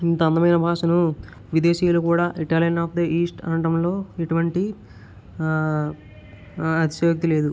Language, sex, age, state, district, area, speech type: Telugu, male, 18-30, Andhra Pradesh, Vizianagaram, rural, spontaneous